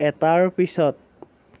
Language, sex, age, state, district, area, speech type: Assamese, male, 18-30, Assam, Morigaon, rural, read